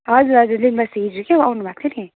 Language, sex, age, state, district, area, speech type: Nepali, female, 18-30, West Bengal, Darjeeling, rural, conversation